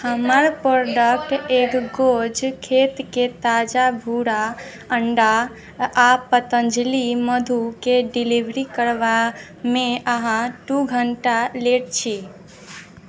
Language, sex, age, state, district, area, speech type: Maithili, female, 18-30, Bihar, Muzaffarpur, rural, read